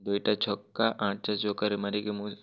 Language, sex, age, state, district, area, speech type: Odia, male, 18-30, Odisha, Kalahandi, rural, spontaneous